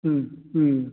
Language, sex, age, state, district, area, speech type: Manipuri, male, 60+, Manipur, Kakching, rural, conversation